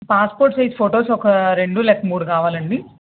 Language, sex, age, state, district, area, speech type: Telugu, female, 30-45, Andhra Pradesh, Krishna, urban, conversation